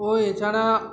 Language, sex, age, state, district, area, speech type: Bengali, male, 18-30, West Bengal, Uttar Dinajpur, rural, spontaneous